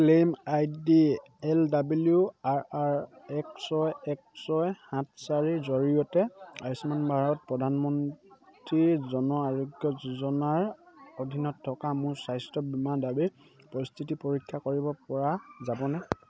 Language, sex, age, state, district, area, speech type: Assamese, male, 18-30, Assam, Sivasagar, rural, read